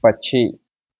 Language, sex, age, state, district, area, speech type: Telugu, male, 45-60, Andhra Pradesh, Eluru, rural, read